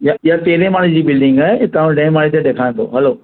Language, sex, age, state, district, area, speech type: Sindhi, male, 45-60, Maharashtra, Mumbai Suburban, urban, conversation